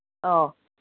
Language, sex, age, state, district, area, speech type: Manipuri, female, 45-60, Manipur, Kangpokpi, urban, conversation